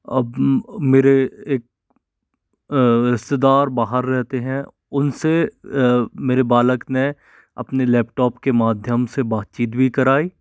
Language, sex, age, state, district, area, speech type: Hindi, male, 45-60, Madhya Pradesh, Bhopal, urban, spontaneous